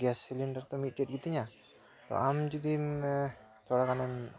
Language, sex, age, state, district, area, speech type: Santali, male, 18-30, West Bengal, Dakshin Dinajpur, rural, spontaneous